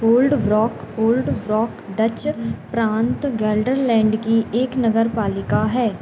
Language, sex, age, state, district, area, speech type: Hindi, female, 18-30, Madhya Pradesh, Narsinghpur, rural, read